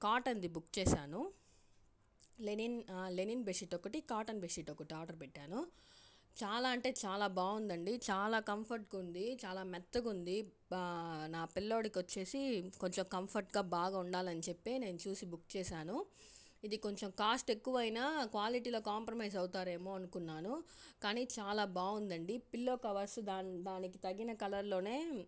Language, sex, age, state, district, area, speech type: Telugu, female, 45-60, Andhra Pradesh, Chittoor, urban, spontaneous